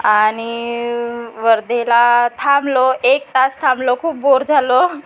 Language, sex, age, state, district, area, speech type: Marathi, female, 30-45, Maharashtra, Nagpur, rural, spontaneous